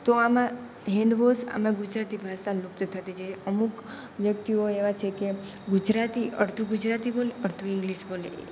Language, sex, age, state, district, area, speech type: Gujarati, female, 18-30, Gujarat, Rajkot, rural, spontaneous